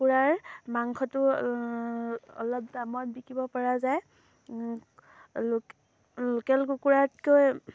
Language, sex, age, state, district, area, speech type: Assamese, female, 18-30, Assam, Sivasagar, rural, spontaneous